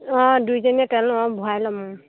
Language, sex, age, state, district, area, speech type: Assamese, female, 18-30, Assam, Sivasagar, rural, conversation